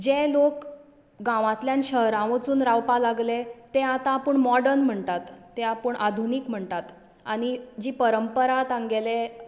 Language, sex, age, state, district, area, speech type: Goan Konkani, female, 30-45, Goa, Tiswadi, rural, spontaneous